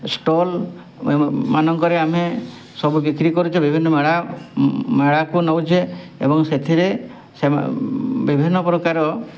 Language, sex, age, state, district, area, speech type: Odia, male, 45-60, Odisha, Mayurbhanj, rural, spontaneous